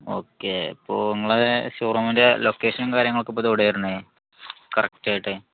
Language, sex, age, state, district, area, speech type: Malayalam, male, 18-30, Kerala, Malappuram, urban, conversation